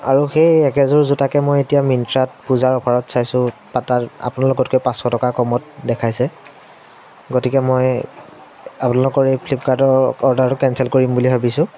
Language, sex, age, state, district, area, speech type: Assamese, male, 18-30, Assam, Majuli, urban, spontaneous